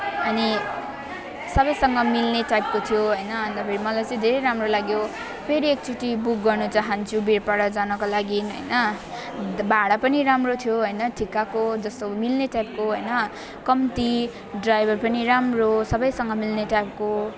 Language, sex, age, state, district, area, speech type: Nepali, female, 18-30, West Bengal, Alipurduar, urban, spontaneous